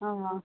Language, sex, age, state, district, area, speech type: Nepali, male, 45-60, West Bengal, Kalimpong, rural, conversation